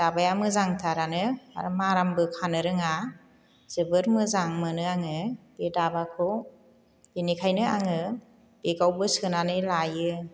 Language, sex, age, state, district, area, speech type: Bodo, female, 60+, Assam, Chirang, rural, spontaneous